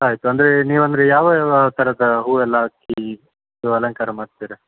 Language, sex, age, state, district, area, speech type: Kannada, male, 18-30, Karnataka, Tumkur, urban, conversation